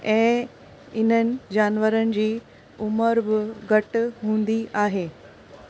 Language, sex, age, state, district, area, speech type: Sindhi, female, 30-45, Maharashtra, Thane, urban, spontaneous